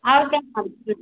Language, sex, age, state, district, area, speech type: Hindi, female, 30-45, Bihar, Begusarai, rural, conversation